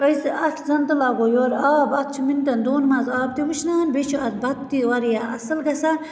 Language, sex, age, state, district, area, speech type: Kashmiri, female, 30-45, Jammu and Kashmir, Baramulla, rural, spontaneous